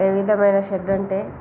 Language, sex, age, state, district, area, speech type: Telugu, female, 30-45, Telangana, Jagtial, rural, spontaneous